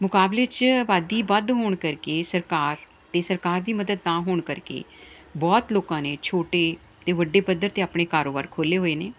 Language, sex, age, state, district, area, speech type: Punjabi, female, 45-60, Punjab, Ludhiana, urban, spontaneous